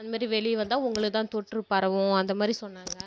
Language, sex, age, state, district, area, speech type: Tamil, female, 18-30, Tamil Nadu, Kallakurichi, rural, spontaneous